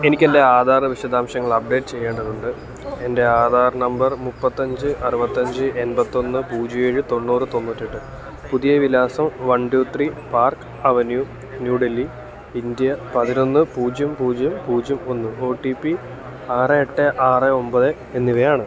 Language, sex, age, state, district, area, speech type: Malayalam, male, 30-45, Kerala, Alappuzha, rural, read